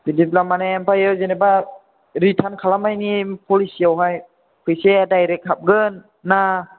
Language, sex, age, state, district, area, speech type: Bodo, male, 18-30, Assam, Chirang, rural, conversation